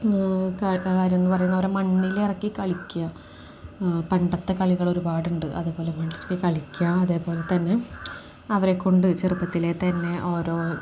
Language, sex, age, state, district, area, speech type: Malayalam, female, 18-30, Kerala, Palakkad, rural, spontaneous